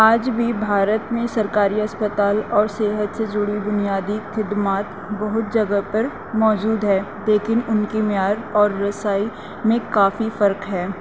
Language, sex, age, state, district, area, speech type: Urdu, female, 18-30, Delhi, North East Delhi, urban, spontaneous